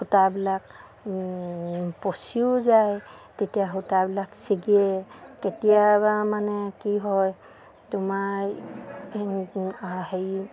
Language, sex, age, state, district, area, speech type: Assamese, female, 45-60, Assam, Sivasagar, rural, spontaneous